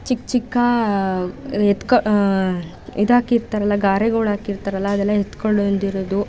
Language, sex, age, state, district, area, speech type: Kannada, female, 18-30, Karnataka, Mandya, rural, spontaneous